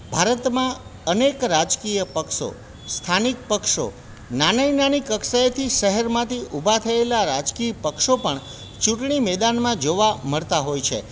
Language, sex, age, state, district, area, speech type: Gujarati, male, 45-60, Gujarat, Junagadh, urban, spontaneous